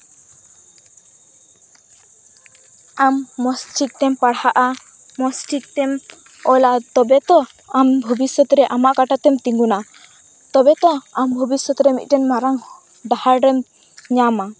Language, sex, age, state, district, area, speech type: Santali, female, 18-30, West Bengal, Purba Bardhaman, rural, spontaneous